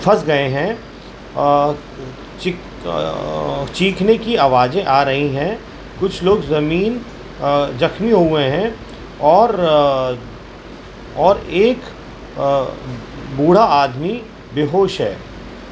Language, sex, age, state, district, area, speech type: Urdu, male, 45-60, Uttar Pradesh, Gautam Buddha Nagar, urban, spontaneous